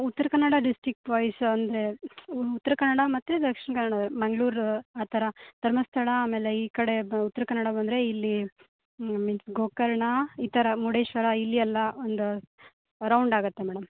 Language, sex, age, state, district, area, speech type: Kannada, female, 18-30, Karnataka, Uttara Kannada, rural, conversation